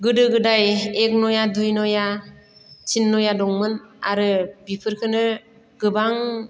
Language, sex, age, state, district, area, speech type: Bodo, female, 45-60, Assam, Baksa, rural, spontaneous